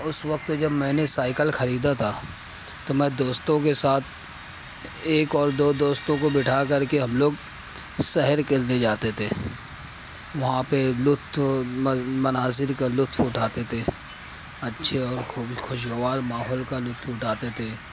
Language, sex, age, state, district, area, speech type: Urdu, male, 30-45, Maharashtra, Nashik, urban, spontaneous